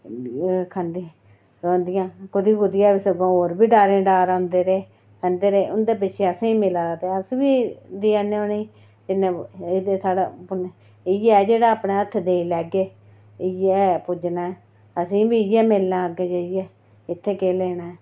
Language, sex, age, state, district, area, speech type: Dogri, female, 30-45, Jammu and Kashmir, Reasi, rural, spontaneous